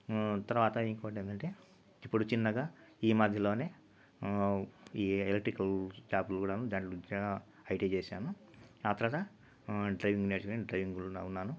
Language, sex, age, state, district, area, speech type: Telugu, male, 45-60, Andhra Pradesh, Nellore, urban, spontaneous